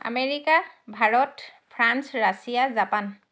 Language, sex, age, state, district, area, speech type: Assamese, female, 30-45, Assam, Dhemaji, urban, spontaneous